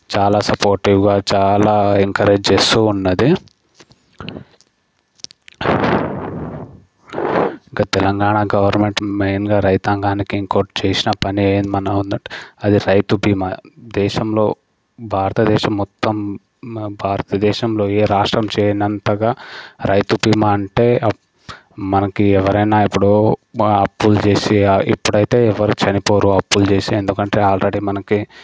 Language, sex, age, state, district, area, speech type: Telugu, male, 18-30, Telangana, Medchal, rural, spontaneous